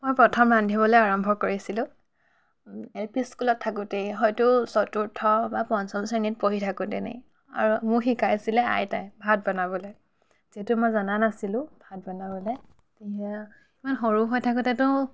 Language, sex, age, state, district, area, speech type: Assamese, female, 30-45, Assam, Biswanath, rural, spontaneous